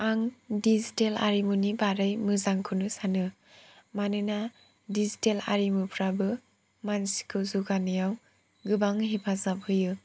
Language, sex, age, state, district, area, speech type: Bodo, female, 18-30, Assam, Chirang, urban, spontaneous